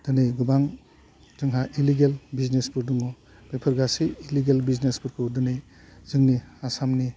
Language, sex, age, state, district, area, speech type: Bodo, male, 30-45, Assam, Udalguri, urban, spontaneous